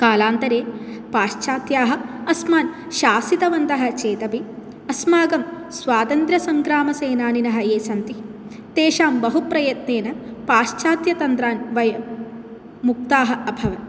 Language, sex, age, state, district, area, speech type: Sanskrit, female, 18-30, Kerala, Palakkad, rural, spontaneous